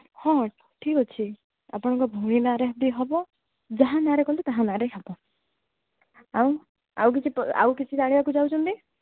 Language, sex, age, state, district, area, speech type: Odia, female, 18-30, Odisha, Malkangiri, urban, conversation